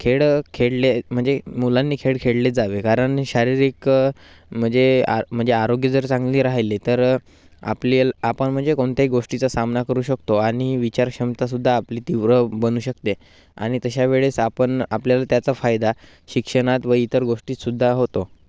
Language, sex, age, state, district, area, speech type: Marathi, male, 18-30, Maharashtra, Gadchiroli, rural, spontaneous